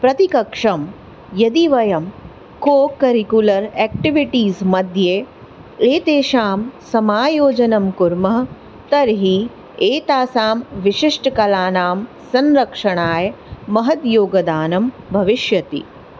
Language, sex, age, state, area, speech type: Sanskrit, female, 30-45, Delhi, urban, spontaneous